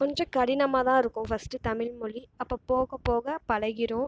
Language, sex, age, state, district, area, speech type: Tamil, female, 18-30, Tamil Nadu, Tiruchirappalli, rural, spontaneous